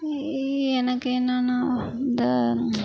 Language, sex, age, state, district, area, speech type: Tamil, female, 45-60, Tamil Nadu, Perambalur, urban, spontaneous